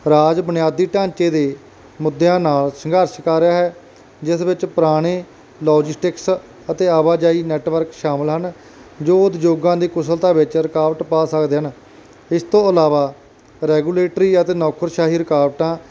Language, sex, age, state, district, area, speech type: Punjabi, male, 30-45, Punjab, Barnala, urban, spontaneous